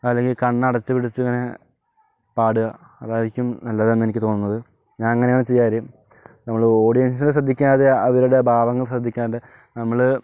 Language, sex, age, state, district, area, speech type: Malayalam, male, 18-30, Kerala, Palakkad, rural, spontaneous